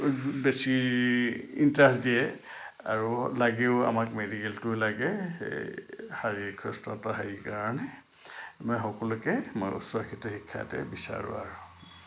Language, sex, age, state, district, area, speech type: Assamese, male, 60+, Assam, Lakhimpur, urban, spontaneous